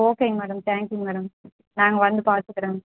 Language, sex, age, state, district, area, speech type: Tamil, female, 30-45, Tamil Nadu, Erode, rural, conversation